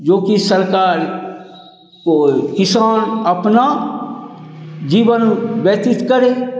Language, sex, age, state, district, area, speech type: Hindi, male, 60+, Bihar, Begusarai, rural, spontaneous